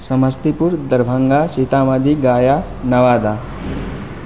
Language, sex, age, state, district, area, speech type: Hindi, male, 30-45, Bihar, Darbhanga, rural, spontaneous